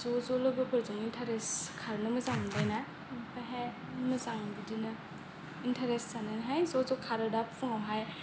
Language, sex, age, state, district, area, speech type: Bodo, female, 18-30, Assam, Kokrajhar, rural, spontaneous